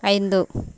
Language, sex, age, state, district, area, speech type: Tamil, female, 30-45, Tamil Nadu, Thoothukudi, rural, read